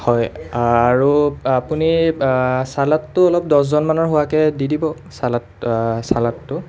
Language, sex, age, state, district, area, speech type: Assamese, male, 30-45, Assam, Nalbari, rural, spontaneous